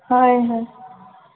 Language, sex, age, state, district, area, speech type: Manipuri, female, 18-30, Manipur, Senapati, urban, conversation